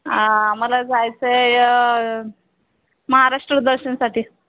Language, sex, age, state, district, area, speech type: Marathi, female, 18-30, Maharashtra, Akola, rural, conversation